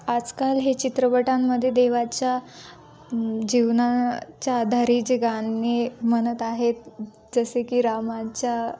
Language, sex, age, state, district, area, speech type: Marathi, female, 18-30, Maharashtra, Nanded, rural, spontaneous